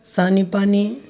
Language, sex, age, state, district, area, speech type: Maithili, female, 45-60, Bihar, Samastipur, rural, spontaneous